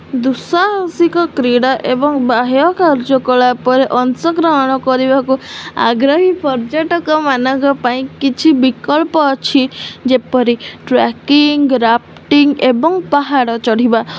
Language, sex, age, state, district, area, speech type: Odia, female, 18-30, Odisha, Sundergarh, urban, spontaneous